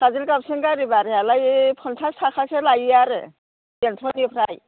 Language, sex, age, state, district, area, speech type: Bodo, female, 60+, Assam, Chirang, rural, conversation